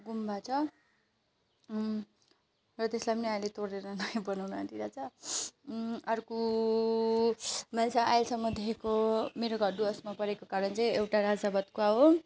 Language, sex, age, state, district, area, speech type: Nepali, female, 30-45, West Bengal, Alipurduar, rural, spontaneous